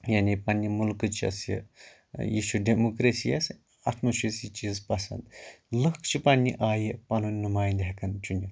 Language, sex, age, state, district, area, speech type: Kashmiri, male, 30-45, Jammu and Kashmir, Anantnag, rural, spontaneous